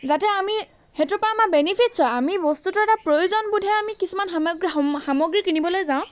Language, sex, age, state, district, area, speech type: Assamese, female, 18-30, Assam, Charaideo, urban, spontaneous